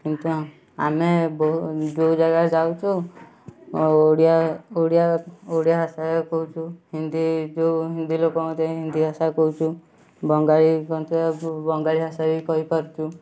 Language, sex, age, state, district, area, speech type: Odia, male, 18-30, Odisha, Kendujhar, urban, spontaneous